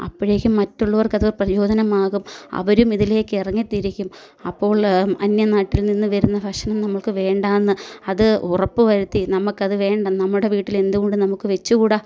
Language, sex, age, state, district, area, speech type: Malayalam, female, 30-45, Kerala, Kottayam, urban, spontaneous